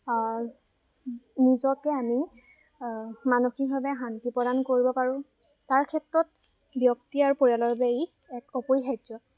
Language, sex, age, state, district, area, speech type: Assamese, female, 18-30, Assam, Lakhimpur, rural, spontaneous